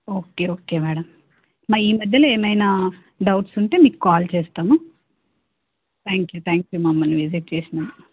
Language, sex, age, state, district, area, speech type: Telugu, female, 30-45, Telangana, Hanamkonda, urban, conversation